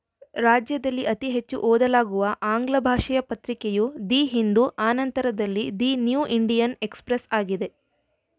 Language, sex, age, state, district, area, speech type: Kannada, female, 18-30, Karnataka, Shimoga, rural, read